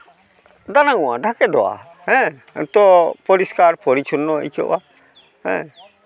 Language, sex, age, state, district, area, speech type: Santali, male, 45-60, West Bengal, Malda, rural, spontaneous